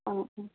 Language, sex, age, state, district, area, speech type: Assamese, female, 30-45, Assam, Golaghat, urban, conversation